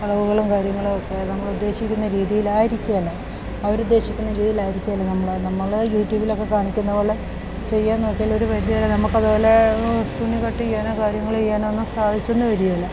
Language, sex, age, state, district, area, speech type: Malayalam, female, 45-60, Kerala, Idukki, rural, spontaneous